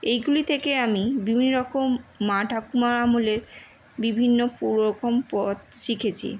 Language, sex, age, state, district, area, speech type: Bengali, female, 18-30, West Bengal, Howrah, urban, spontaneous